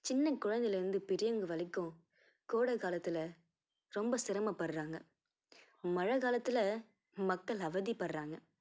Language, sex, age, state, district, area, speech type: Tamil, female, 18-30, Tamil Nadu, Tiruvallur, rural, spontaneous